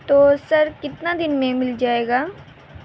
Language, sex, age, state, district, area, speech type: Urdu, female, 18-30, Bihar, Madhubani, rural, spontaneous